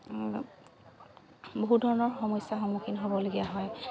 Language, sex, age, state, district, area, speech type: Assamese, female, 45-60, Assam, Dibrugarh, rural, spontaneous